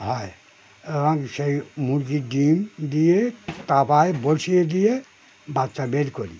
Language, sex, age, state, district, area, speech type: Bengali, male, 60+, West Bengal, Birbhum, urban, spontaneous